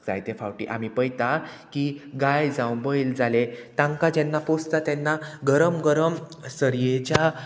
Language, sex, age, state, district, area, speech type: Goan Konkani, male, 18-30, Goa, Murmgao, rural, spontaneous